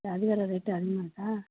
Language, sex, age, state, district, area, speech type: Tamil, female, 45-60, Tamil Nadu, Nagapattinam, rural, conversation